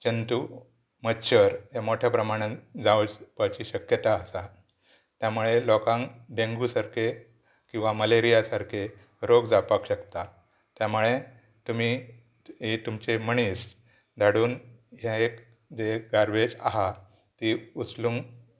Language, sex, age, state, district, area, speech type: Goan Konkani, male, 60+, Goa, Pernem, rural, spontaneous